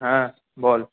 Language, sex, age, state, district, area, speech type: Bengali, male, 18-30, West Bengal, Paschim Bardhaman, rural, conversation